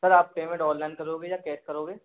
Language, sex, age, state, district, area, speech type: Hindi, male, 18-30, Madhya Pradesh, Gwalior, urban, conversation